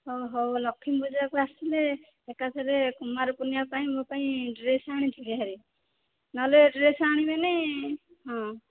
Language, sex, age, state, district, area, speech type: Odia, female, 18-30, Odisha, Dhenkanal, rural, conversation